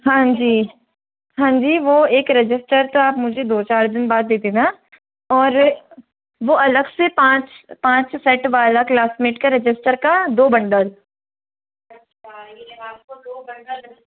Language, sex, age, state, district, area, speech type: Hindi, female, 18-30, Rajasthan, Jodhpur, urban, conversation